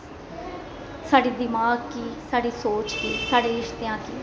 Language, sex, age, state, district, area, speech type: Dogri, female, 30-45, Jammu and Kashmir, Jammu, urban, spontaneous